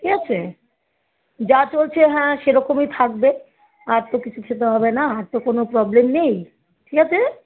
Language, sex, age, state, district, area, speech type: Bengali, female, 60+, West Bengal, Kolkata, urban, conversation